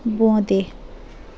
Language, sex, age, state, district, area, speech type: Bengali, female, 30-45, West Bengal, Dakshin Dinajpur, urban, spontaneous